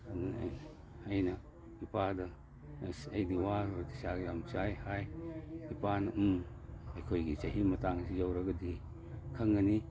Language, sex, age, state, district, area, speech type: Manipuri, male, 60+, Manipur, Imphal East, urban, spontaneous